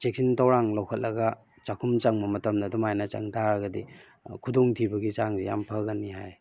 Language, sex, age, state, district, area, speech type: Manipuri, male, 30-45, Manipur, Kakching, rural, spontaneous